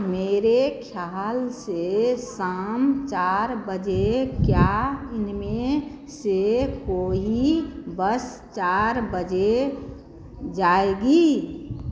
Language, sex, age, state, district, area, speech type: Hindi, female, 45-60, Bihar, Madhepura, rural, read